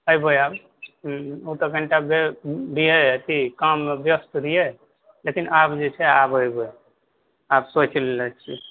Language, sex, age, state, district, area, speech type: Maithili, male, 30-45, Bihar, Purnia, rural, conversation